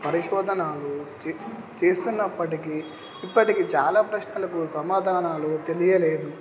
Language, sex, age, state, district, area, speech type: Telugu, male, 18-30, Telangana, Nizamabad, urban, spontaneous